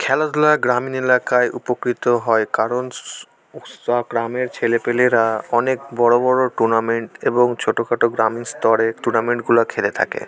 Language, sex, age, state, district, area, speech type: Bengali, male, 18-30, West Bengal, Malda, rural, spontaneous